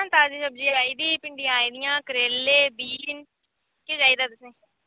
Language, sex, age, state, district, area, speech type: Dogri, female, 18-30, Jammu and Kashmir, Reasi, rural, conversation